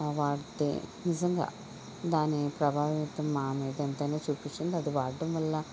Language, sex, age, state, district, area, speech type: Telugu, female, 18-30, Andhra Pradesh, Konaseema, rural, spontaneous